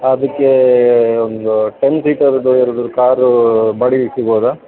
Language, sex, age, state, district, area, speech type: Kannada, male, 30-45, Karnataka, Udupi, rural, conversation